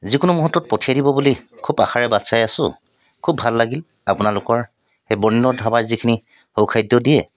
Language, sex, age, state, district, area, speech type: Assamese, male, 45-60, Assam, Tinsukia, urban, spontaneous